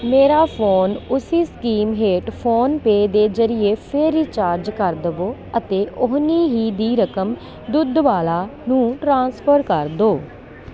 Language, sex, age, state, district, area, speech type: Punjabi, female, 30-45, Punjab, Kapurthala, rural, read